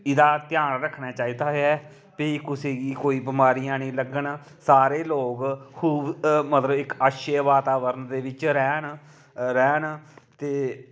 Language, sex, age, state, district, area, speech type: Dogri, male, 45-60, Jammu and Kashmir, Kathua, rural, spontaneous